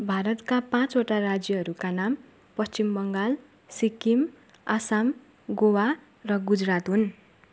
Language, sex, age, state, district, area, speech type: Nepali, female, 18-30, West Bengal, Darjeeling, rural, spontaneous